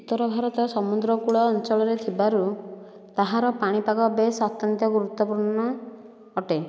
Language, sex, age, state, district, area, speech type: Odia, female, 45-60, Odisha, Nayagarh, rural, spontaneous